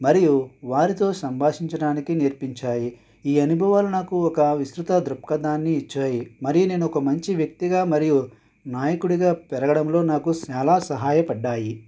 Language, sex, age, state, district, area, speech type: Telugu, male, 60+, Andhra Pradesh, Konaseema, rural, spontaneous